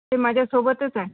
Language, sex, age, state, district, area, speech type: Marathi, female, 60+, Maharashtra, Nagpur, urban, conversation